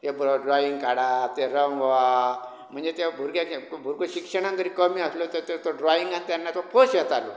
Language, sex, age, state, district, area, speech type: Goan Konkani, male, 45-60, Goa, Bardez, rural, spontaneous